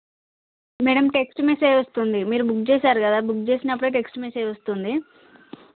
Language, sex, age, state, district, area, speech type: Telugu, female, 30-45, Telangana, Hanamkonda, rural, conversation